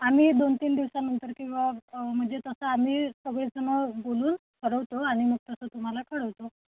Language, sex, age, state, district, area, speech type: Marathi, female, 18-30, Maharashtra, Thane, rural, conversation